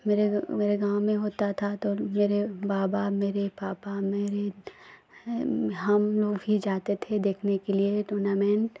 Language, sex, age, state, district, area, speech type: Hindi, female, 18-30, Uttar Pradesh, Ghazipur, urban, spontaneous